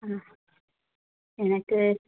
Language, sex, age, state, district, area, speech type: Tamil, female, 18-30, Tamil Nadu, Kanyakumari, rural, conversation